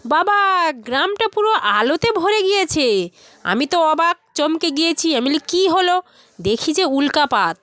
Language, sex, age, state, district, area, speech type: Bengali, female, 30-45, West Bengal, South 24 Parganas, rural, spontaneous